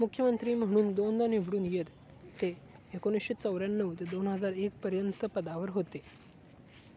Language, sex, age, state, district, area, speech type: Marathi, male, 18-30, Maharashtra, Sangli, urban, read